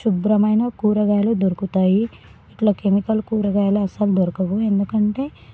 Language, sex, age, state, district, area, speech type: Telugu, female, 18-30, Telangana, Sangareddy, rural, spontaneous